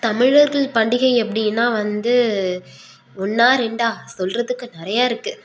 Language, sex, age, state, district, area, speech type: Tamil, female, 18-30, Tamil Nadu, Nagapattinam, rural, spontaneous